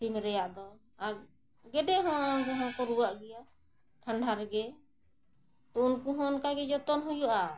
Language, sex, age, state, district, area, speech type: Santali, female, 45-60, Jharkhand, Bokaro, rural, spontaneous